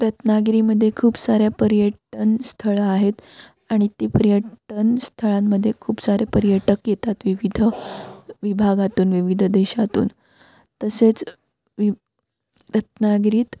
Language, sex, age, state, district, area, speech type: Marathi, female, 18-30, Maharashtra, Ratnagiri, rural, spontaneous